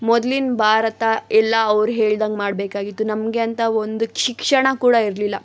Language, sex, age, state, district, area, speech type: Kannada, female, 18-30, Karnataka, Tumkur, rural, spontaneous